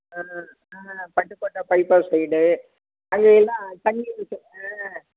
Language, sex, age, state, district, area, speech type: Tamil, female, 60+, Tamil Nadu, Thanjavur, urban, conversation